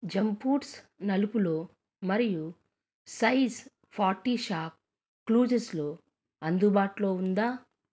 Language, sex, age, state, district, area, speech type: Telugu, female, 30-45, Andhra Pradesh, Krishna, urban, read